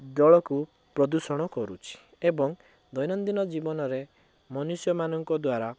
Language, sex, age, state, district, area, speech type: Odia, male, 18-30, Odisha, Cuttack, urban, spontaneous